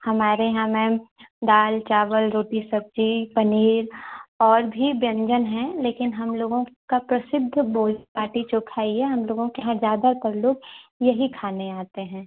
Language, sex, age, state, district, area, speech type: Hindi, female, 18-30, Uttar Pradesh, Chandauli, urban, conversation